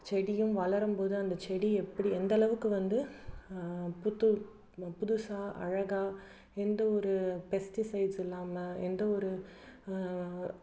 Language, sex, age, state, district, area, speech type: Tamil, female, 30-45, Tamil Nadu, Salem, urban, spontaneous